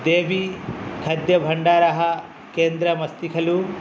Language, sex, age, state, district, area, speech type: Sanskrit, male, 30-45, West Bengal, North 24 Parganas, urban, spontaneous